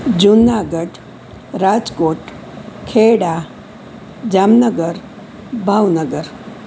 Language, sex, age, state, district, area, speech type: Gujarati, female, 60+, Gujarat, Kheda, rural, spontaneous